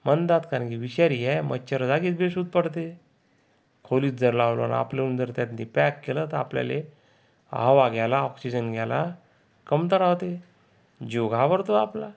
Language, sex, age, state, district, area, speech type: Marathi, male, 30-45, Maharashtra, Akola, urban, spontaneous